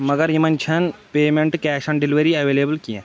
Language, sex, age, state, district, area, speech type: Kashmiri, male, 18-30, Jammu and Kashmir, Shopian, rural, spontaneous